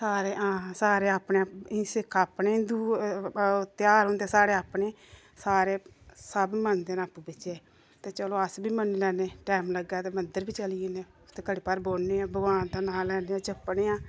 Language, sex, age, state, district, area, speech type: Dogri, female, 30-45, Jammu and Kashmir, Samba, urban, spontaneous